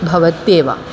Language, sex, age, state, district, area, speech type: Sanskrit, female, 45-60, Kerala, Ernakulam, urban, spontaneous